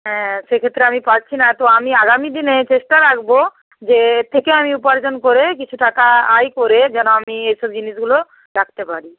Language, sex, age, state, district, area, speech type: Bengali, female, 18-30, West Bengal, North 24 Parganas, rural, conversation